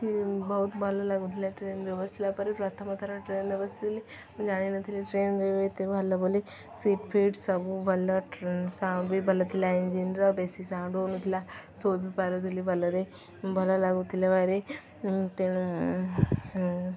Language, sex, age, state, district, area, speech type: Odia, female, 18-30, Odisha, Jagatsinghpur, rural, spontaneous